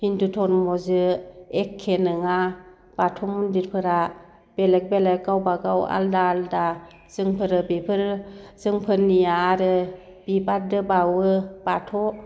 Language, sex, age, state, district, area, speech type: Bodo, female, 60+, Assam, Baksa, urban, spontaneous